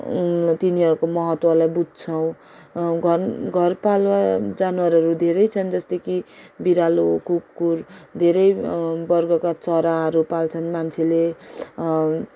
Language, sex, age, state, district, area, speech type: Nepali, female, 18-30, West Bengal, Darjeeling, rural, spontaneous